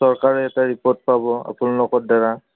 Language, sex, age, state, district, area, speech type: Assamese, male, 30-45, Assam, Udalguri, rural, conversation